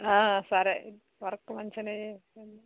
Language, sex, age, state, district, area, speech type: Telugu, female, 30-45, Telangana, Warangal, rural, conversation